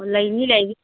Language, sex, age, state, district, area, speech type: Manipuri, female, 45-60, Manipur, Kangpokpi, urban, conversation